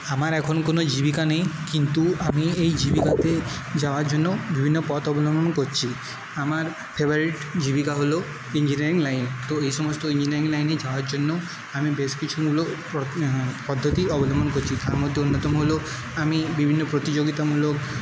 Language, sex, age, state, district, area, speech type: Bengali, male, 30-45, West Bengal, Paschim Medinipur, urban, spontaneous